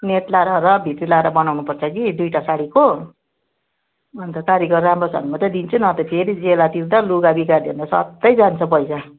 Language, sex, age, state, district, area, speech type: Nepali, female, 60+, West Bengal, Darjeeling, rural, conversation